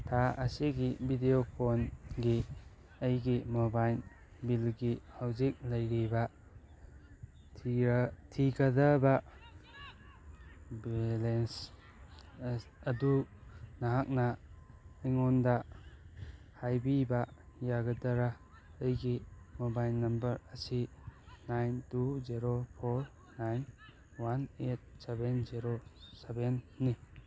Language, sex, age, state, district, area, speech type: Manipuri, male, 18-30, Manipur, Churachandpur, rural, read